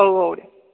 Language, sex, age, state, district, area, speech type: Bodo, male, 18-30, Assam, Chirang, rural, conversation